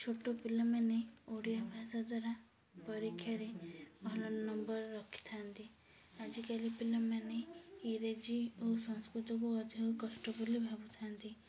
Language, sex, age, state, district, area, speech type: Odia, female, 18-30, Odisha, Ganjam, urban, spontaneous